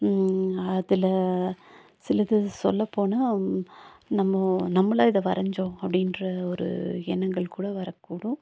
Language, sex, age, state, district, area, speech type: Tamil, female, 45-60, Tamil Nadu, Nilgiris, urban, spontaneous